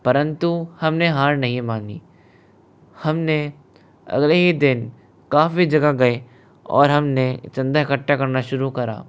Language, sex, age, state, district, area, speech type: Hindi, male, 60+, Rajasthan, Jaipur, urban, spontaneous